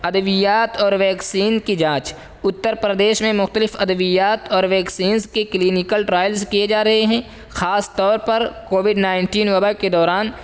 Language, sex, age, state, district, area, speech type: Urdu, male, 18-30, Uttar Pradesh, Saharanpur, urban, spontaneous